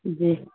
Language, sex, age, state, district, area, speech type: Urdu, female, 30-45, Bihar, Gaya, urban, conversation